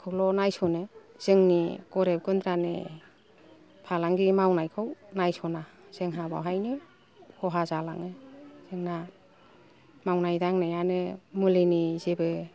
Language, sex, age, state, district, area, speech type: Bodo, female, 60+, Assam, Kokrajhar, rural, spontaneous